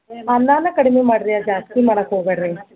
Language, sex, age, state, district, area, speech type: Kannada, female, 60+, Karnataka, Belgaum, rural, conversation